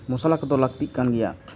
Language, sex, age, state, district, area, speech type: Santali, male, 30-45, West Bengal, Jhargram, rural, spontaneous